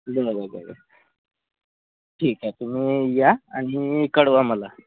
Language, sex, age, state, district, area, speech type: Marathi, male, 30-45, Maharashtra, Nagpur, urban, conversation